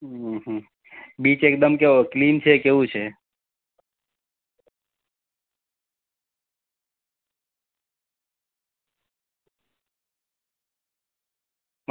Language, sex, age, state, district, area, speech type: Gujarati, male, 30-45, Gujarat, Valsad, urban, conversation